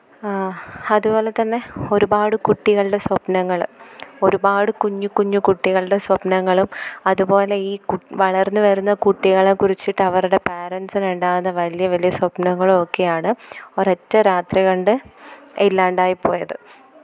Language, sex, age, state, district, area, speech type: Malayalam, female, 18-30, Kerala, Thiruvananthapuram, rural, spontaneous